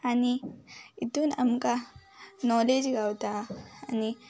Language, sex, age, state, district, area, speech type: Goan Konkani, female, 18-30, Goa, Ponda, rural, spontaneous